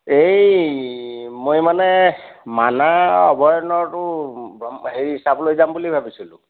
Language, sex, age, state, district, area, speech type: Assamese, male, 60+, Assam, Biswanath, rural, conversation